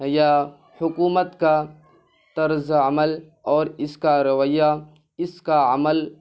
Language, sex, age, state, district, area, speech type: Urdu, male, 18-30, Bihar, Purnia, rural, spontaneous